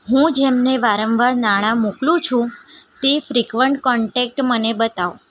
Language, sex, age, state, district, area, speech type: Gujarati, female, 18-30, Gujarat, Ahmedabad, urban, read